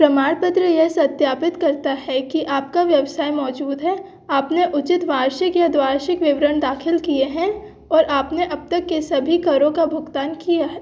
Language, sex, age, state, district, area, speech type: Hindi, female, 18-30, Madhya Pradesh, Jabalpur, urban, read